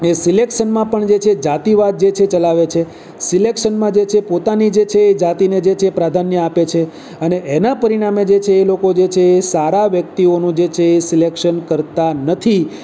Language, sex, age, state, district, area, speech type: Gujarati, male, 30-45, Gujarat, Surat, urban, spontaneous